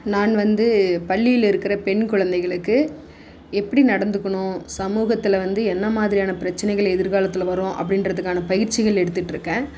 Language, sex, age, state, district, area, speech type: Tamil, female, 60+, Tamil Nadu, Dharmapuri, rural, spontaneous